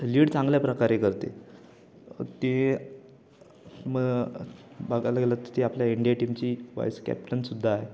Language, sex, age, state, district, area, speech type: Marathi, male, 18-30, Maharashtra, Ratnagiri, urban, spontaneous